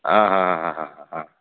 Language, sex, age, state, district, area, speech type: Gujarati, male, 30-45, Gujarat, Surat, urban, conversation